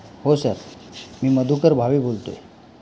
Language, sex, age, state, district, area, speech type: Marathi, male, 45-60, Maharashtra, Palghar, rural, spontaneous